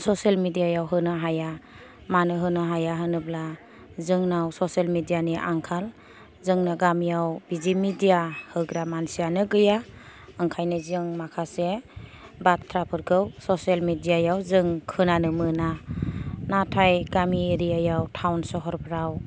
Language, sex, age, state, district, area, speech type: Bodo, female, 45-60, Assam, Kokrajhar, rural, spontaneous